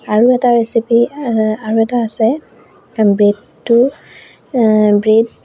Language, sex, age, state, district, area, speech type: Assamese, female, 45-60, Assam, Charaideo, urban, spontaneous